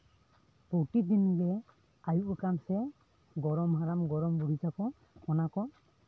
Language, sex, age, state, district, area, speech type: Santali, male, 18-30, West Bengal, Bankura, rural, spontaneous